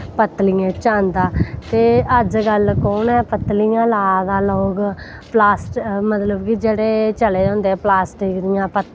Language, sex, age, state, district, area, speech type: Dogri, female, 18-30, Jammu and Kashmir, Samba, rural, spontaneous